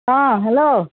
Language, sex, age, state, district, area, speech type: Assamese, female, 60+, Assam, Charaideo, urban, conversation